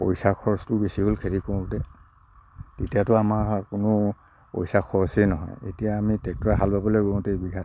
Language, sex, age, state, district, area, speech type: Assamese, male, 60+, Assam, Kamrup Metropolitan, urban, spontaneous